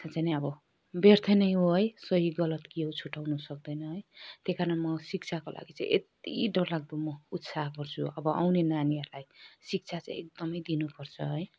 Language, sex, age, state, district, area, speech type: Nepali, female, 30-45, West Bengal, Darjeeling, rural, spontaneous